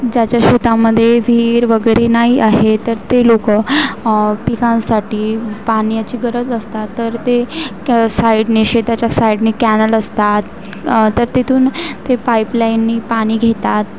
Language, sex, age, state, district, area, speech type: Marathi, female, 18-30, Maharashtra, Wardha, rural, spontaneous